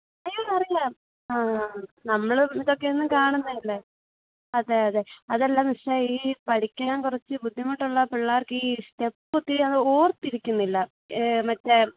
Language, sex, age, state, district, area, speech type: Malayalam, female, 18-30, Kerala, Pathanamthitta, rural, conversation